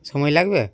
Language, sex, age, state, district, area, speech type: Bengali, male, 18-30, West Bengal, Cooch Behar, urban, spontaneous